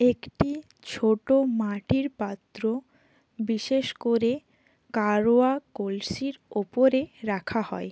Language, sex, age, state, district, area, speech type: Bengali, female, 18-30, West Bengal, Bankura, urban, read